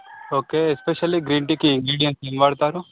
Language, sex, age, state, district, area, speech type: Telugu, male, 18-30, Telangana, Sangareddy, urban, conversation